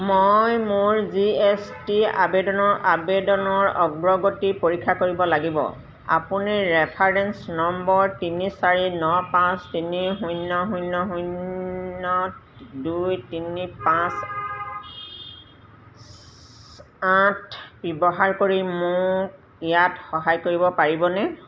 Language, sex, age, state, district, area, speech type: Assamese, female, 45-60, Assam, Golaghat, urban, read